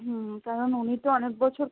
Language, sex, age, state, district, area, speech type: Bengali, female, 60+, West Bengal, Purba Bardhaman, urban, conversation